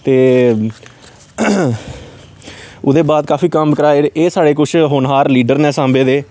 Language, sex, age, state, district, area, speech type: Dogri, male, 18-30, Jammu and Kashmir, Samba, rural, spontaneous